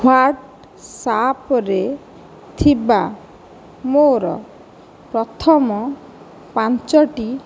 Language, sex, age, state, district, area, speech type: Odia, male, 60+, Odisha, Nayagarh, rural, read